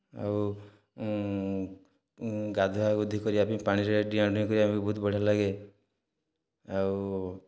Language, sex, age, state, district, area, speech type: Odia, male, 30-45, Odisha, Dhenkanal, rural, spontaneous